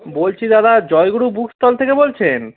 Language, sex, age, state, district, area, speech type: Bengali, male, 18-30, West Bengal, Darjeeling, rural, conversation